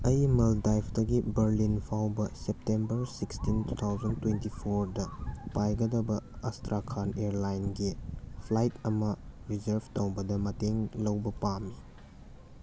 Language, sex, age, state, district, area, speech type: Manipuri, male, 18-30, Manipur, Churachandpur, rural, read